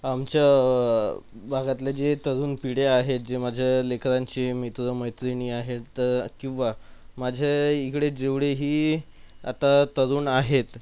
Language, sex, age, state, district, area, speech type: Marathi, male, 30-45, Maharashtra, Nagpur, urban, spontaneous